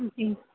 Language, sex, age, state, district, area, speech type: Urdu, female, 45-60, Uttar Pradesh, Aligarh, rural, conversation